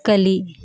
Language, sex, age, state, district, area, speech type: Kannada, female, 18-30, Karnataka, Bidar, rural, read